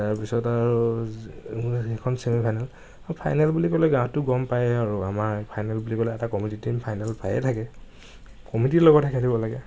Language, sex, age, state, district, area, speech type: Assamese, male, 30-45, Assam, Nagaon, rural, spontaneous